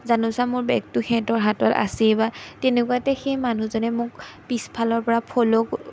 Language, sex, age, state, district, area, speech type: Assamese, female, 18-30, Assam, Majuli, urban, spontaneous